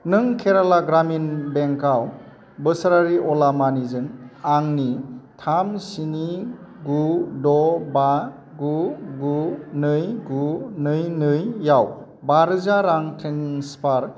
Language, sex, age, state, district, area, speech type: Bodo, male, 45-60, Assam, Chirang, urban, read